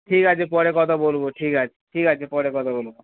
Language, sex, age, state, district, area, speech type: Bengali, male, 30-45, West Bengal, Darjeeling, rural, conversation